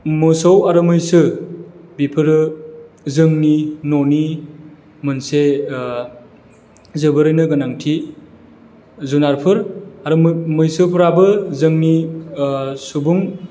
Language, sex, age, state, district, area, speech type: Bodo, male, 30-45, Assam, Chirang, rural, spontaneous